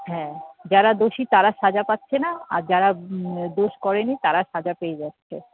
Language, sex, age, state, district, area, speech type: Bengali, female, 60+, West Bengal, Jhargram, rural, conversation